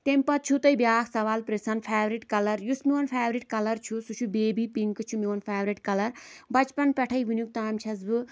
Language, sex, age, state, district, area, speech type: Kashmiri, female, 18-30, Jammu and Kashmir, Kulgam, rural, spontaneous